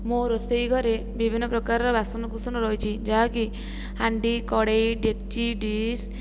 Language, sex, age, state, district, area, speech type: Odia, female, 18-30, Odisha, Jajpur, rural, spontaneous